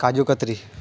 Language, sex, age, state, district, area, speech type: Gujarati, male, 18-30, Gujarat, Narmada, rural, spontaneous